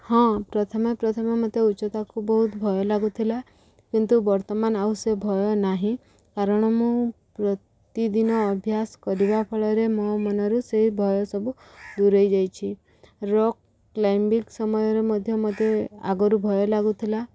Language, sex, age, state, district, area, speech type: Odia, female, 18-30, Odisha, Subarnapur, urban, spontaneous